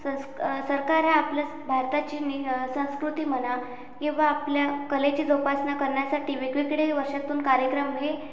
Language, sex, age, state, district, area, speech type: Marathi, female, 18-30, Maharashtra, Amravati, rural, spontaneous